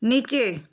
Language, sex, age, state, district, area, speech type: Bengali, female, 45-60, West Bengal, Nadia, rural, read